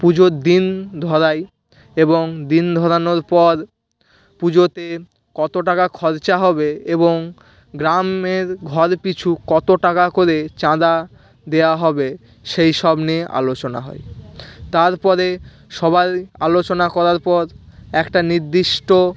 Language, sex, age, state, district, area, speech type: Bengali, male, 30-45, West Bengal, Purba Medinipur, rural, spontaneous